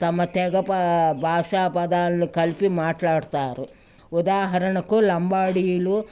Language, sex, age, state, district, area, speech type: Telugu, female, 60+, Telangana, Ranga Reddy, rural, spontaneous